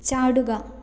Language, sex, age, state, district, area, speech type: Malayalam, female, 18-30, Kerala, Kannur, rural, read